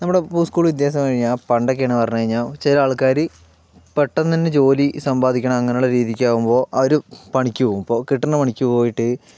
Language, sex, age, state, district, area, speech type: Malayalam, male, 18-30, Kerala, Palakkad, urban, spontaneous